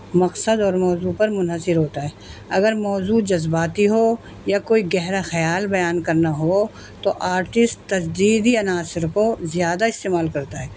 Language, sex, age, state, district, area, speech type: Urdu, female, 60+, Delhi, North East Delhi, urban, spontaneous